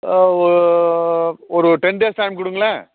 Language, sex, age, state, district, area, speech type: Tamil, male, 45-60, Tamil Nadu, Thanjavur, urban, conversation